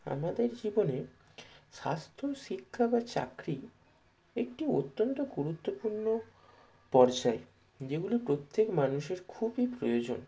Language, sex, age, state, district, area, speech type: Bengali, male, 30-45, West Bengal, Howrah, urban, spontaneous